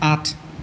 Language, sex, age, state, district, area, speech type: Assamese, male, 18-30, Assam, Sonitpur, rural, read